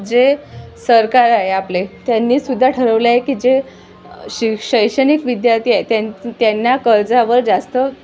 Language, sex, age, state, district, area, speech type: Marathi, female, 18-30, Maharashtra, Amravati, rural, spontaneous